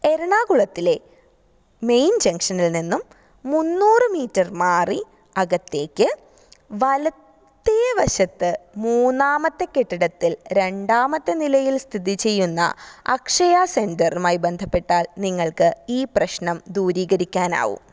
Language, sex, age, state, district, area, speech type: Malayalam, female, 18-30, Kerala, Thiruvananthapuram, rural, spontaneous